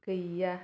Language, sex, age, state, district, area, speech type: Bodo, female, 30-45, Assam, Kokrajhar, rural, read